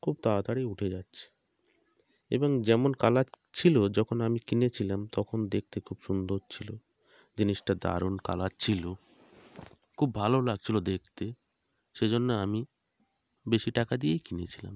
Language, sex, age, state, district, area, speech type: Bengali, male, 30-45, West Bengal, North 24 Parganas, rural, spontaneous